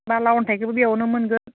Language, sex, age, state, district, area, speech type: Bodo, female, 18-30, Assam, Udalguri, urban, conversation